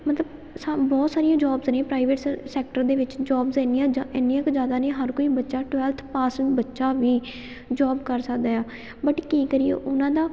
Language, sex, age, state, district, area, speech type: Punjabi, female, 18-30, Punjab, Fatehgarh Sahib, rural, spontaneous